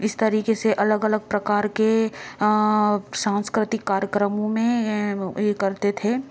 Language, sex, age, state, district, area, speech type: Hindi, female, 30-45, Madhya Pradesh, Bhopal, urban, spontaneous